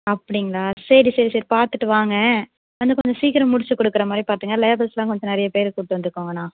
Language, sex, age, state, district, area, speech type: Tamil, female, 30-45, Tamil Nadu, Mayiladuthurai, rural, conversation